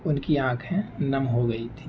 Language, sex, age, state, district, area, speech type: Urdu, male, 18-30, Delhi, North East Delhi, rural, spontaneous